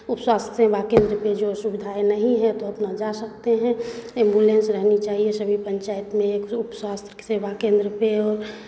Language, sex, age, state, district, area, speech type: Hindi, female, 30-45, Bihar, Begusarai, rural, spontaneous